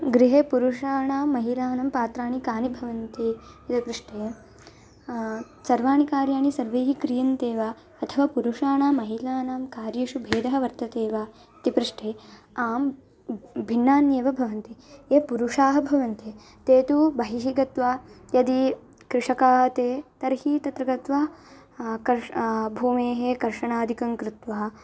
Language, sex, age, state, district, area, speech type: Sanskrit, female, 18-30, Karnataka, Bangalore Rural, rural, spontaneous